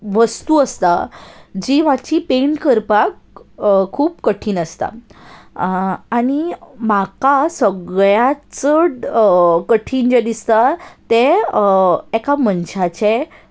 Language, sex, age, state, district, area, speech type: Goan Konkani, female, 18-30, Goa, Salcete, urban, spontaneous